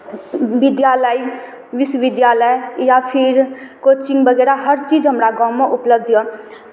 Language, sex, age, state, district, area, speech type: Maithili, female, 18-30, Bihar, Darbhanga, rural, spontaneous